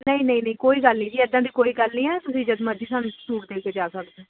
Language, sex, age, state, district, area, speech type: Punjabi, female, 30-45, Punjab, Ludhiana, urban, conversation